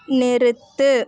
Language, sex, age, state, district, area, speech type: Tamil, female, 30-45, Tamil Nadu, Chennai, urban, read